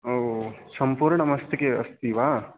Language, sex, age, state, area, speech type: Sanskrit, male, 18-30, Haryana, rural, conversation